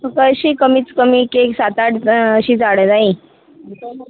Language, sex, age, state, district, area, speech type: Goan Konkani, female, 30-45, Goa, Murmgao, rural, conversation